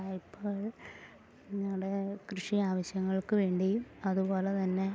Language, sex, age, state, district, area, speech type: Malayalam, female, 30-45, Kerala, Idukki, rural, spontaneous